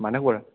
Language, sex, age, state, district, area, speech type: Assamese, male, 30-45, Assam, Sonitpur, urban, conversation